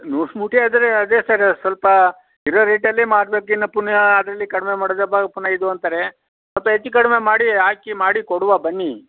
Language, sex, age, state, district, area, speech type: Kannada, male, 60+, Karnataka, Kodagu, rural, conversation